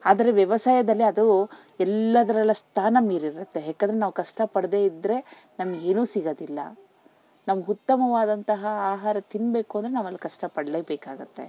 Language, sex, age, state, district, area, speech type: Kannada, female, 30-45, Karnataka, Bangalore Rural, rural, spontaneous